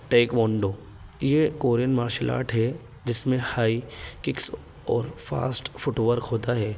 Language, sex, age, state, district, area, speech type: Urdu, male, 18-30, Delhi, North East Delhi, urban, spontaneous